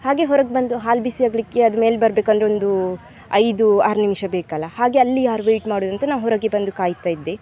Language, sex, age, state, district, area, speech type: Kannada, female, 18-30, Karnataka, Dakshina Kannada, urban, spontaneous